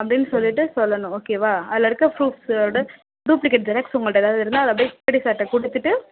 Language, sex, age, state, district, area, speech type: Tamil, female, 18-30, Tamil Nadu, Kallakurichi, rural, conversation